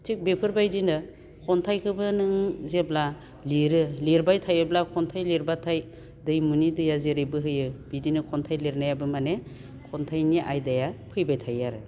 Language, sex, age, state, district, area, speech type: Bodo, female, 60+, Assam, Baksa, urban, spontaneous